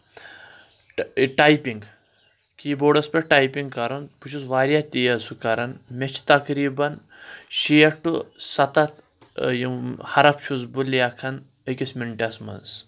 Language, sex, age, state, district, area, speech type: Kashmiri, male, 30-45, Jammu and Kashmir, Kulgam, urban, spontaneous